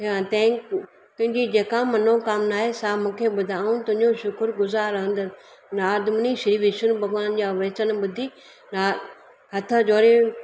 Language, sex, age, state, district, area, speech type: Sindhi, female, 60+, Gujarat, Surat, urban, spontaneous